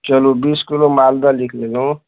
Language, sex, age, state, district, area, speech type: Maithili, male, 60+, Bihar, Araria, rural, conversation